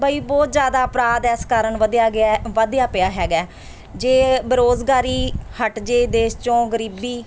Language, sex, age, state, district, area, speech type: Punjabi, female, 30-45, Punjab, Mansa, urban, spontaneous